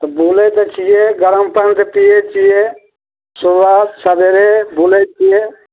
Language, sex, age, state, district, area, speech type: Maithili, male, 60+, Bihar, Araria, rural, conversation